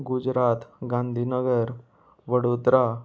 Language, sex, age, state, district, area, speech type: Goan Konkani, male, 18-30, Goa, Salcete, urban, spontaneous